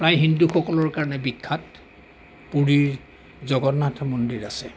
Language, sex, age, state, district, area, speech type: Assamese, male, 60+, Assam, Lakhimpur, rural, spontaneous